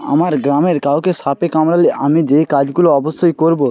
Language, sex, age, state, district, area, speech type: Bengali, male, 18-30, West Bengal, Purba Medinipur, rural, spontaneous